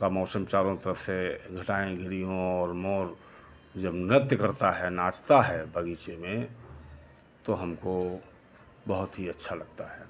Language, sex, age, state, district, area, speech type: Hindi, male, 60+, Uttar Pradesh, Lucknow, rural, spontaneous